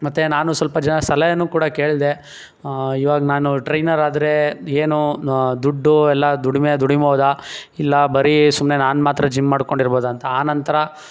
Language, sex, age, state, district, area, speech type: Kannada, male, 30-45, Karnataka, Tumkur, rural, spontaneous